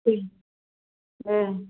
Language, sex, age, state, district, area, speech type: Tamil, female, 60+, Tamil Nadu, Erode, rural, conversation